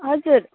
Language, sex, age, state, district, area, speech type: Nepali, female, 30-45, West Bengal, Alipurduar, urban, conversation